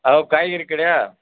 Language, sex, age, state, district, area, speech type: Tamil, male, 30-45, Tamil Nadu, Madurai, urban, conversation